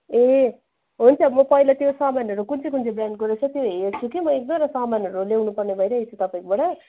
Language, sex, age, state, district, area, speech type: Nepali, female, 18-30, West Bengal, Kalimpong, rural, conversation